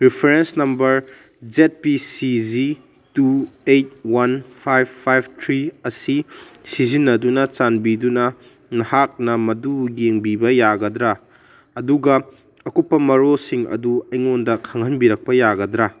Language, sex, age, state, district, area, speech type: Manipuri, male, 18-30, Manipur, Kangpokpi, urban, read